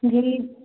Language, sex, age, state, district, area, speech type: Hindi, female, 18-30, Madhya Pradesh, Bhopal, urban, conversation